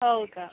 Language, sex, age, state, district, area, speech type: Marathi, female, 18-30, Maharashtra, Yavatmal, rural, conversation